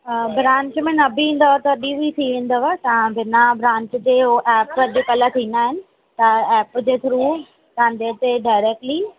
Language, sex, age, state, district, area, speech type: Sindhi, female, 30-45, Maharashtra, Mumbai Suburban, urban, conversation